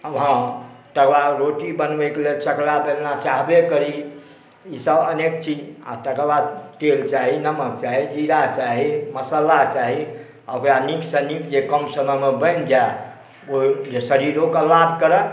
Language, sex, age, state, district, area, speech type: Maithili, male, 45-60, Bihar, Supaul, urban, spontaneous